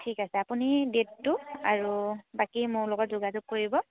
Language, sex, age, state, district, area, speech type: Assamese, female, 18-30, Assam, Majuli, urban, conversation